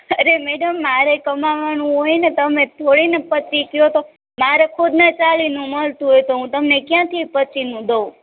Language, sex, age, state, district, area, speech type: Gujarati, female, 18-30, Gujarat, Rajkot, urban, conversation